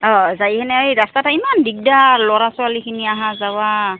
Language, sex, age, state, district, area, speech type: Assamese, female, 45-60, Assam, Goalpara, urban, conversation